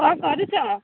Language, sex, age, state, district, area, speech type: Odia, female, 18-30, Odisha, Jagatsinghpur, rural, conversation